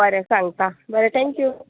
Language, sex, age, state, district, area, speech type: Goan Konkani, female, 30-45, Goa, Tiswadi, rural, conversation